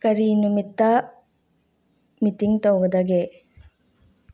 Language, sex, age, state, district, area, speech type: Manipuri, female, 30-45, Manipur, Bishnupur, rural, read